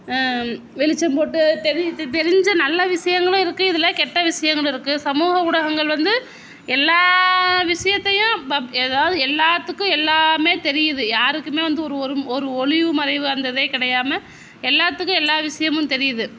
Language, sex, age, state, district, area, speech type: Tamil, female, 60+, Tamil Nadu, Mayiladuthurai, urban, spontaneous